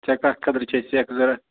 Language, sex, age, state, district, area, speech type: Kashmiri, male, 18-30, Jammu and Kashmir, Ganderbal, rural, conversation